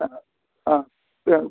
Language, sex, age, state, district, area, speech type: Malayalam, male, 30-45, Kerala, Kasaragod, rural, conversation